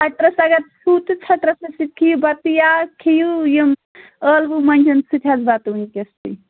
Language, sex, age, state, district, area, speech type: Kashmiri, female, 30-45, Jammu and Kashmir, Pulwama, rural, conversation